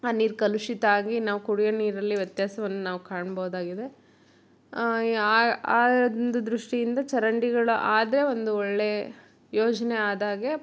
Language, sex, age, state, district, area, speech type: Kannada, female, 30-45, Karnataka, Shimoga, rural, spontaneous